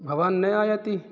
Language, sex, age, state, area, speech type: Sanskrit, male, 18-30, Rajasthan, rural, spontaneous